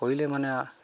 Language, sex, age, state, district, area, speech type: Assamese, male, 45-60, Assam, Sivasagar, rural, spontaneous